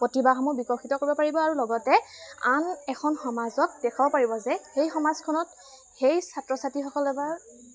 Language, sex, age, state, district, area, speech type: Assamese, female, 18-30, Assam, Lakhimpur, rural, spontaneous